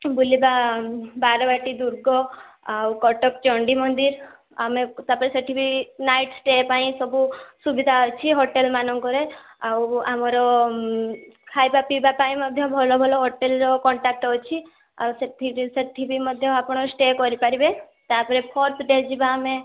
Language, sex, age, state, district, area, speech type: Odia, female, 18-30, Odisha, Balasore, rural, conversation